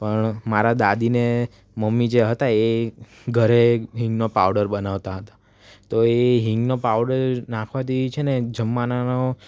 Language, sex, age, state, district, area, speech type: Gujarati, male, 18-30, Gujarat, Surat, urban, spontaneous